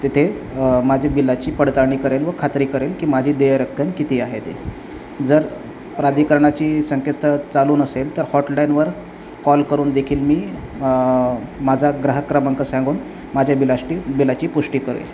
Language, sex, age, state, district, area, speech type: Marathi, male, 30-45, Maharashtra, Osmanabad, rural, spontaneous